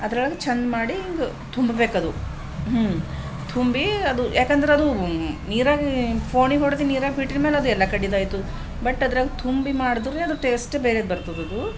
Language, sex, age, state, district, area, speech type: Kannada, female, 45-60, Karnataka, Bidar, urban, spontaneous